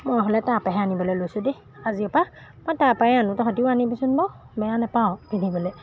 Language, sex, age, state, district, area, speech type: Assamese, female, 30-45, Assam, Golaghat, urban, spontaneous